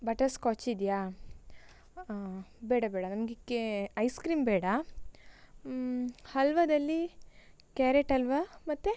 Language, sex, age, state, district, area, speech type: Kannada, female, 18-30, Karnataka, Tumkur, rural, spontaneous